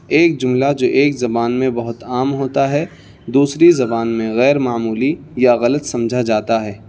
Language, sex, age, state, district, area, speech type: Urdu, male, 18-30, Uttar Pradesh, Saharanpur, urban, spontaneous